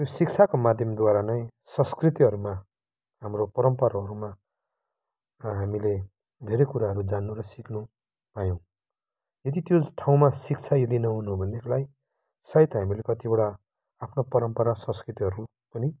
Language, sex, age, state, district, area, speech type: Nepali, male, 45-60, West Bengal, Kalimpong, rural, spontaneous